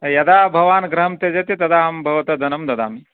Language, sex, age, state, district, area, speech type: Sanskrit, male, 45-60, Karnataka, Vijayanagara, rural, conversation